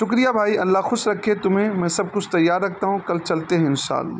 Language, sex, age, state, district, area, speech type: Urdu, male, 30-45, Uttar Pradesh, Balrampur, rural, spontaneous